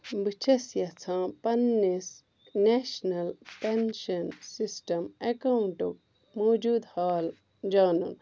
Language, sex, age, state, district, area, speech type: Kashmiri, female, 30-45, Jammu and Kashmir, Ganderbal, rural, read